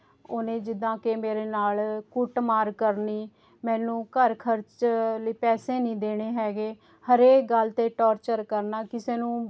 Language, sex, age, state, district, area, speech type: Punjabi, female, 30-45, Punjab, Rupnagar, rural, spontaneous